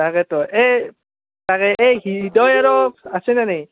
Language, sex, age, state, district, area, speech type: Assamese, male, 18-30, Assam, Udalguri, rural, conversation